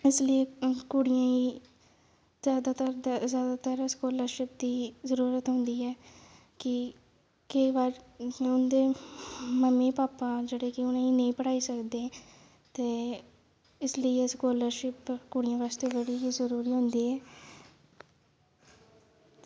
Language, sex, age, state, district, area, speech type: Dogri, female, 18-30, Jammu and Kashmir, Kathua, rural, spontaneous